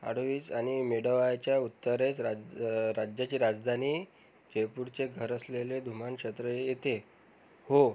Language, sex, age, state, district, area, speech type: Marathi, male, 30-45, Maharashtra, Akola, rural, read